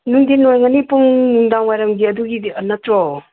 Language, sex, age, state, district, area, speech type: Manipuri, female, 60+, Manipur, Imphal East, rural, conversation